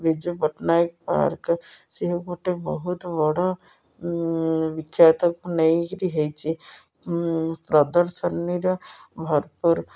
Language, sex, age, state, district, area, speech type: Odia, female, 60+, Odisha, Ganjam, urban, spontaneous